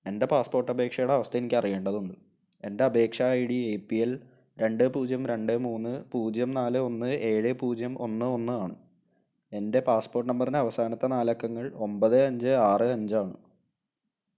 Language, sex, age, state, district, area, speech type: Malayalam, male, 18-30, Kerala, Thrissur, urban, read